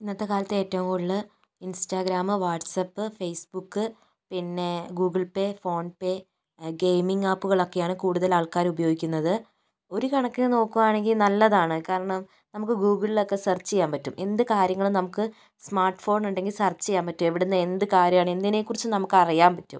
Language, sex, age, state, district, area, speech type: Malayalam, female, 18-30, Kerala, Kozhikode, urban, spontaneous